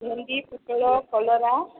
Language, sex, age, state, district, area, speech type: Odia, female, 30-45, Odisha, Boudh, rural, conversation